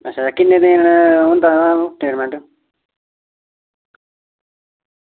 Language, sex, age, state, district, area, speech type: Dogri, male, 30-45, Jammu and Kashmir, Reasi, rural, conversation